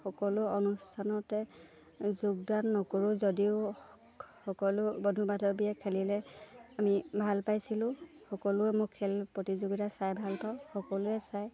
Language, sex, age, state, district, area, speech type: Assamese, female, 18-30, Assam, Lakhimpur, urban, spontaneous